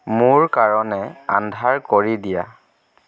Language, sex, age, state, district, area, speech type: Assamese, male, 30-45, Assam, Dhemaji, rural, read